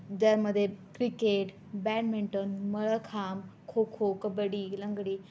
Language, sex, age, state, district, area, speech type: Marathi, female, 18-30, Maharashtra, Raigad, rural, spontaneous